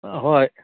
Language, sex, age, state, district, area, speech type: Manipuri, male, 60+, Manipur, Churachandpur, urban, conversation